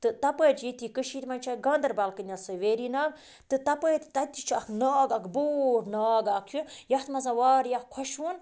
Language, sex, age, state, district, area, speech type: Kashmiri, female, 30-45, Jammu and Kashmir, Budgam, rural, spontaneous